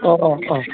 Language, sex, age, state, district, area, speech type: Bodo, male, 30-45, Assam, Baksa, urban, conversation